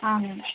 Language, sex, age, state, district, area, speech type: Telugu, female, 30-45, Telangana, Mancherial, rural, conversation